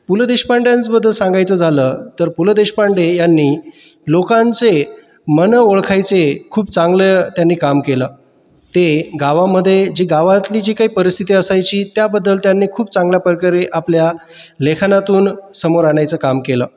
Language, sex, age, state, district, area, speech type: Marathi, male, 30-45, Maharashtra, Buldhana, urban, spontaneous